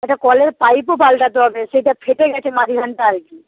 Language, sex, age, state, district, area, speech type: Bengali, female, 30-45, West Bengal, Paschim Medinipur, rural, conversation